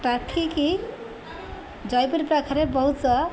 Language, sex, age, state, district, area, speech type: Odia, female, 45-60, Odisha, Jagatsinghpur, rural, spontaneous